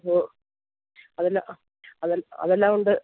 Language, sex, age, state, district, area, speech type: Malayalam, female, 60+, Kerala, Idukki, rural, conversation